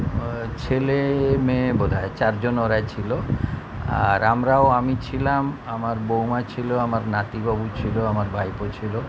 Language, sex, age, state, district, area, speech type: Bengali, male, 60+, West Bengal, Kolkata, urban, spontaneous